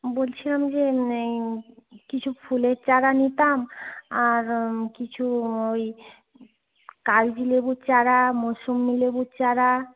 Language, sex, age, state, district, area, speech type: Bengali, female, 45-60, West Bengal, Hooghly, urban, conversation